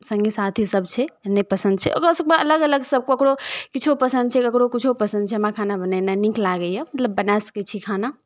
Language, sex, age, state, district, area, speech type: Maithili, female, 18-30, Bihar, Darbhanga, rural, spontaneous